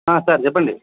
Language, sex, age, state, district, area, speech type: Telugu, male, 30-45, Andhra Pradesh, Kadapa, rural, conversation